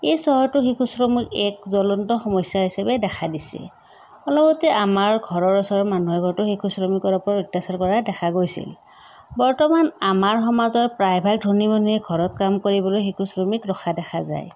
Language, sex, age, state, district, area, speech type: Assamese, female, 30-45, Assam, Sonitpur, rural, spontaneous